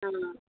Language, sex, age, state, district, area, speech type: Telugu, female, 45-60, Andhra Pradesh, Annamaya, rural, conversation